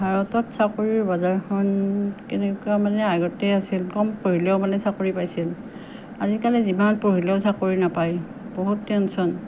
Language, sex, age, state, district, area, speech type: Assamese, female, 30-45, Assam, Morigaon, rural, spontaneous